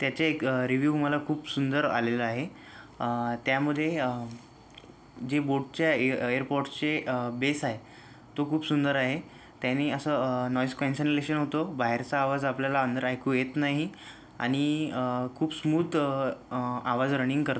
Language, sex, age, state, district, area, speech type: Marathi, male, 18-30, Maharashtra, Yavatmal, rural, spontaneous